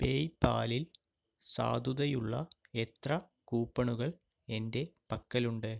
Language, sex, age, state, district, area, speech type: Malayalam, male, 45-60, Kerala, Palakkad, rural, read